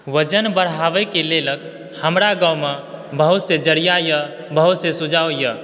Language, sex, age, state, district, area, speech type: Maithili, male, 18-30, Bihar, Supaul, rural, spontaneous